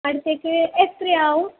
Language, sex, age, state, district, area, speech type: Malayalam, female, 18-30, Kerala, Kasaragod, rural, conversation